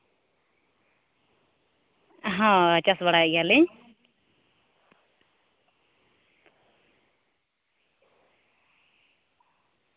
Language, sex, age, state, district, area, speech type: Santali, female, 30-45, Jharkhand, East Singhbhum, rural, conversation